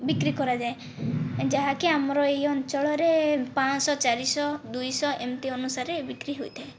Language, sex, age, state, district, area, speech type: Odia, female, 45-60, Odisha, Kandhamal, rural, spontaneous